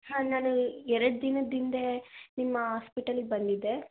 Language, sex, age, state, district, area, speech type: Kannada, female, 30-45, Karnataka, Davanagere, urban, conversation